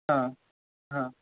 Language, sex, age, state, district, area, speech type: Sanskrit, male, 30-45, Karnataka, Udupi, urban, conversation